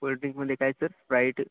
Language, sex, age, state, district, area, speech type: Marathi, male, 18-30, Maharashtra, Gadchiroli, rural, conversation